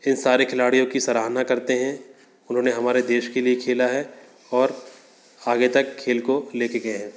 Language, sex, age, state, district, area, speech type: Hindi, male, 30-45, Madhya Pradesh, Katni, urban, spontaneous